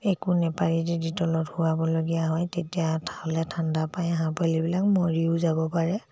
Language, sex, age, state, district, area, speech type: Assamese, female, 60+, Assam, Dibrugarh, rural, spontaneous